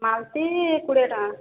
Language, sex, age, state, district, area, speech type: Odia, female, 45-60, Odisha, Boudh, rural, conversation